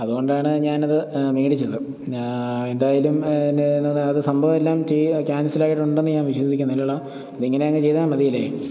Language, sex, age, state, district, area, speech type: Malayalam, male, 30-45, Kerala, Pathanamthitta, rural, spontaneous